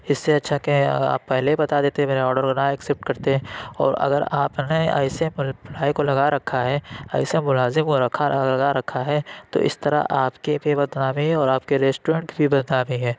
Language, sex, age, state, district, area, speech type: Urdu, male, 30-45, Uttar Pradesh, Lucknow, rural, spontaneous